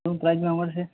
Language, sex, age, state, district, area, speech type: Gujarati, male, 60+, Gujarat, Morbi, rural, conversation